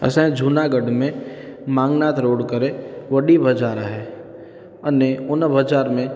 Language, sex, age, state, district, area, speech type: Sindhi, male, 18-30, Gujarat, Junagadh, rural, spontaneous